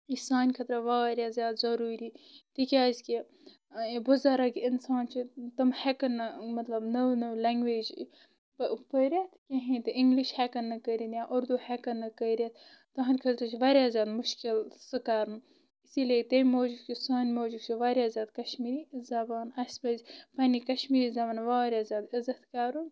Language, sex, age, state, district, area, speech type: Kashmiri, female, 30-45, Jammu and Kashmir, Bandipora, rural, spontaneous